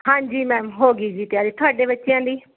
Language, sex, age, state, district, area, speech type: Punjabi, female, 30-45, Punjab, Mohali, urban, conversation